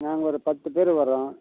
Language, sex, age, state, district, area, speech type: Tamil, male, 45-60, Tamil Nadu, Nilgiris, rural, conversation